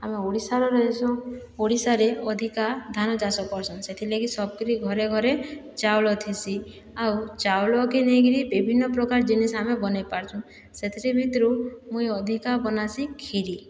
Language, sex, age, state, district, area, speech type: Odia, female, 60+, Odisha, Boudh, rural, spontaneous